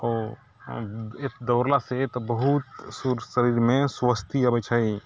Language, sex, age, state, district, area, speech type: Maithili, male, 30-45, Bihar, Sitamarhi, urban, spontaneous